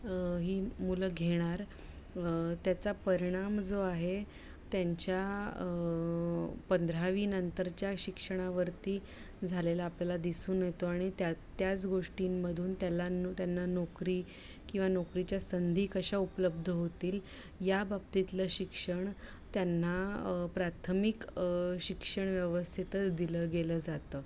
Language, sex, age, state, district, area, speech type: Marathi, female, 30-45, Maharashtra, Mumbai Suburban, urban, spontaneous